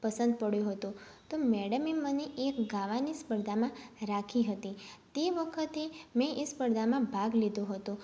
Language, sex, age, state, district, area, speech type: Gujarati, female, 18-30, Gujarat, Mehsana, rural, spontaneous